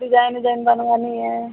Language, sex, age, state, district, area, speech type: Hindi, female, 30-45, Uttar Pradesh, Mau, rural, conversation